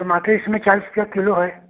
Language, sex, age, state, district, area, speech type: Hindi, male, 60+, Uttar Pradesh, Prayagraj, rural, conversation